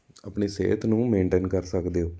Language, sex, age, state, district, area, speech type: Punjabi, male, 30-45, Punjab, Amritsar, urban, spontaneous